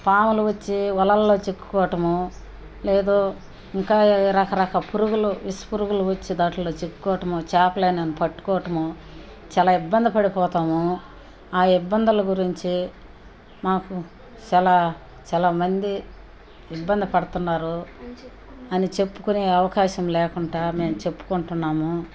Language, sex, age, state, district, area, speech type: Telugu, female, 60+, Andhra Pradesh, Nellore, rural, spontaneous